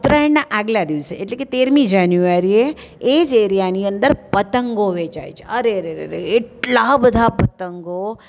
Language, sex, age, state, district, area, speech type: Gujarati, female, 60+, Gujarat, Surat, urban, spontaneous